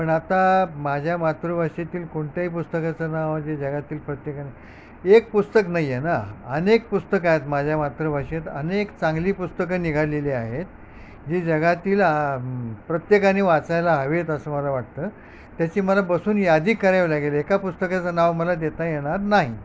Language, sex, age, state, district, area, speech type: Marathi, male, 60+, Maharashtra, Mumbai Suburban, urban, spontaneous